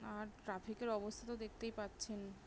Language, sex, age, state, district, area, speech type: Bengali, female, 18-30, West Bengal, Howrah, urban, spontaneous